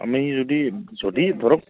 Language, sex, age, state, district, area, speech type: Assamese, male, 30-45, Assam, Goalpara, urban, conversation